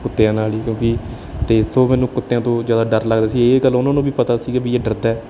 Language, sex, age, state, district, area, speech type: Punjabi, male, 18-30, Punjab, Barnala, rural, spontaneous